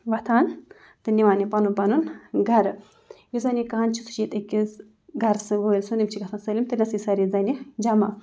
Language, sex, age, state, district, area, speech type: Kashmiri, female, 18-30, Jammu and Kashmir, Ganderbal, rural, spontaneous